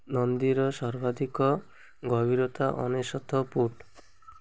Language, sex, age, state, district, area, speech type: Odia, male, 18-30, Odisha, Malkangiri, urban, read